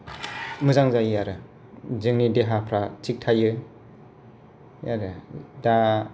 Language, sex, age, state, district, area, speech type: Bodo, male, 45-60, Assam, Kokrajhar, rural, spontaneous